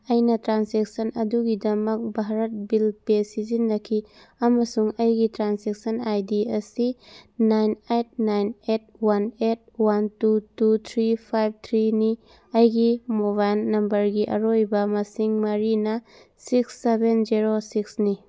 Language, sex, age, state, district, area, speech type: Manipuri, female, 30-45, Manipur, Churachandpur, urban, read